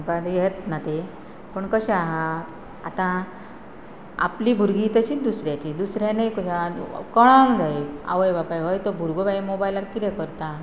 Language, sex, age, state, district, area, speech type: Goan Konkani, female, 30-45, Goa, Pernem, rural, spontaneous